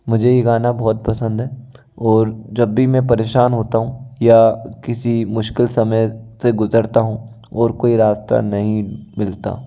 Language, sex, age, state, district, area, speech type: Hindi, male, 60+, Madhya Pradesh, Bhopal, urban, spontaneous